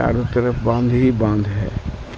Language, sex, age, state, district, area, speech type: Urdu, male, 60+, Bihar, Supaul, rural, spontaneous